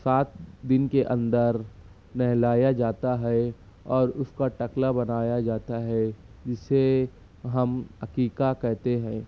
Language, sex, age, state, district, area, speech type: Urdu, male, 18-30, Maharashtra, Nashik, urban, spontaneous